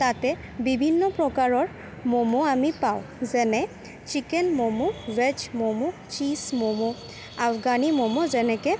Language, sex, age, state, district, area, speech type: Assamese, female, 18-30, Assam, Kamrup Metropolitan, urban, spontaneous